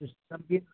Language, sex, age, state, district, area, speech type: Urdu, male, 18-30, Delhi, Central Delhi, rural, conversation